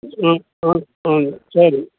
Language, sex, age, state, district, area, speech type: Tamil, male, 60+, Tamil Nadu, Salem, urban, conversation